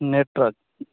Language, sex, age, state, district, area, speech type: Urdu, male, 18-30, Uttar Pradesh, Saharanpur, urban, conversation